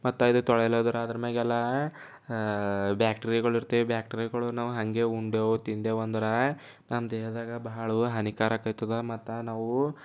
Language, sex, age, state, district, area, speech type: Kannada, male, 18-30, Karnataka, Bidar, urban, spontaneous